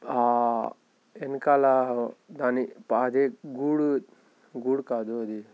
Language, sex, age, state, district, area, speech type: Telugu, male, 18-30, Telangana, Nalgonda, rural, spontaneous